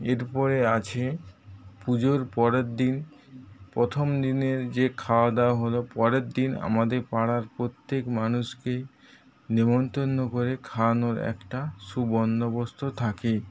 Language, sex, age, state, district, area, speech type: Bengali, male, 30-45, West Bengal, Paschim Medinipur, rural, spontaneous